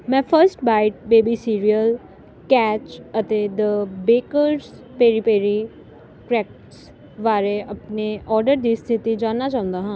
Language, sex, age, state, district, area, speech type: Punjabi, female, 18-30, Punjab, Ludhiana, rural, read